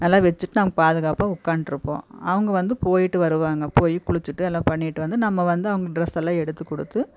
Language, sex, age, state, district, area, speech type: Tamil, female, 45-60, Tamil Nadu, Coimbatore, urban, spontaneous